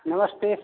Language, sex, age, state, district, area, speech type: Hindi, male, 60+, Bihar, Samastipur, rural, conversation